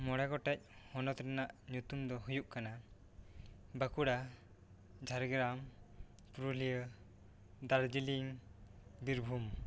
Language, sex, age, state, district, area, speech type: Santali, male, 18-30, West Bengal, Bankura, rural, spontaneous